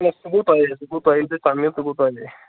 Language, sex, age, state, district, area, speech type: Kashmiri, male, 18-30, Jammu and Kashmir, Anantnag, rural, conversation